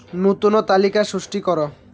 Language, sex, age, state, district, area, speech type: Odia, male, 30-45, Odisha, Malkangiri, urban, read